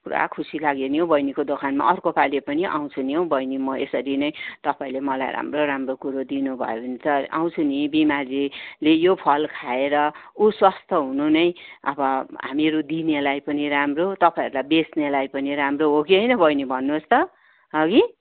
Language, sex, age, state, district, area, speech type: Nepali, female, 60+, West Bengal, Kalimpong, rural, conversation